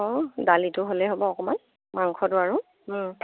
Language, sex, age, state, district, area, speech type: Assamese, female, 30-45, Assam, Lakhimpur, rural, conversation